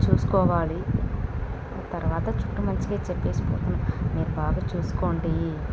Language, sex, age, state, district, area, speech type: Telugu, female, 30-45, Andhra Pradesh, Annamaya, urban, spontaneous